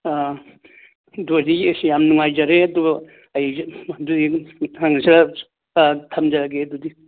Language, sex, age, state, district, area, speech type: Manipuri, male, 60+, Manipur, Churachandpur, urban, conversation